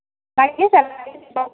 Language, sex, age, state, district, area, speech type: Assamese, female, 18-30, Assam, Majuli, urban, conversation